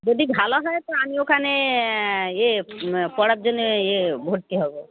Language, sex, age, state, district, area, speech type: Bengali, female, 45-60, West Bengal, Darjeeling, urban, conversation